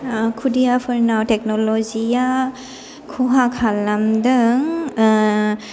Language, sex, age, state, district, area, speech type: Bodo, female, 18-30, Assam, Kokrajhar, rural, spontaneous